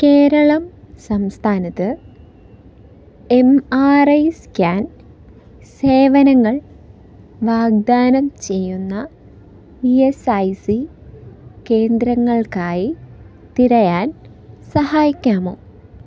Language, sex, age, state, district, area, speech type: Malayalam, female, 18-30, Kerala, Ernakulam, rural, read